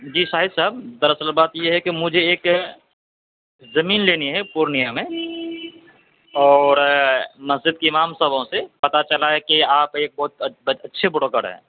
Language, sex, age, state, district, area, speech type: Urdu, male, 18-30, Bihar, Purnia, rural, conversation